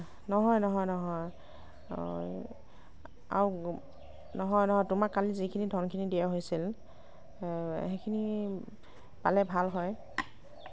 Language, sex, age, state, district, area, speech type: Assamese, female, 30-45, Assam, Nagaon, rural, spontaneous